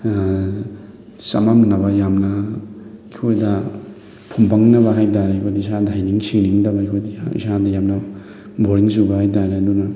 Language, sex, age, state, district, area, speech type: Manipuri, male, 30-45, Manipur, Thoubal, rural, spontaneous